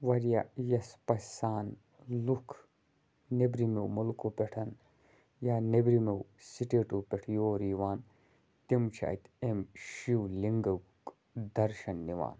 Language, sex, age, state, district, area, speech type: Kashmiri, male, 18-30, Jammu and Kashmir, Budgam, rural, spontaneous